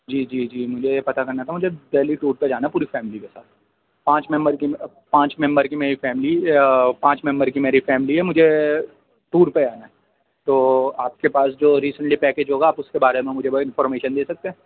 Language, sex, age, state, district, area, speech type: Urdu, male, 30-45, Delhi, Central Delhi, urban, conversation